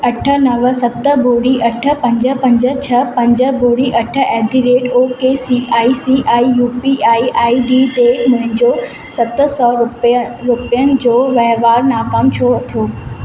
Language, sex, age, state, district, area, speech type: Sindhi, female, 18-30, Madhya Pradesh, Katni, urban, read